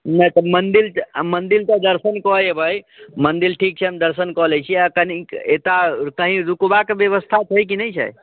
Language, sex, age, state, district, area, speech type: Maithili, male, 30-45, Bihar, Muzaffarpur, rural, conversation